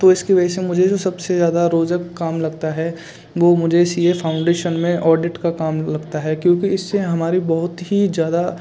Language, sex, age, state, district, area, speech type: Hindi, male, 18-30, Rajasthan, Bharatpur, rural, spontaneous